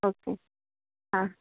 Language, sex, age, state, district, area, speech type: Marathi, female, 18-30, Maharashtra, Sindhudurg, urban, conversation